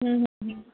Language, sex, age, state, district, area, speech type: Bengali, female, 18-30, West Bengal, Malda, urban, conversation